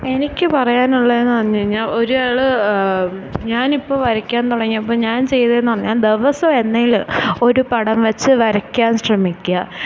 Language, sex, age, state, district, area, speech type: Malayalam, female, 18-30, Kerala, Thiruvananthapuram, urban, spontaneous